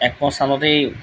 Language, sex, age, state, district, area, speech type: Assamese, male, 30-45, Assam, Morigaon, rural, spontaneous